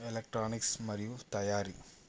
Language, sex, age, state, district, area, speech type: Telugu, male, 30-45, Telangana, Yadadri Bhuvanagiri, urban, spontaneous